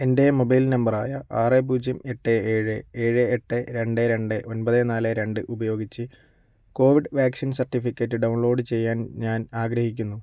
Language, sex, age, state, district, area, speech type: Malayalam, male, 30-45, Kerala, Kozhikode, urban, read